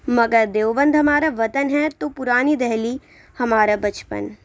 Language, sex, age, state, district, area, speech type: Urdu, female, 18-30, Delhi, Central Delhi, urban, spontaneous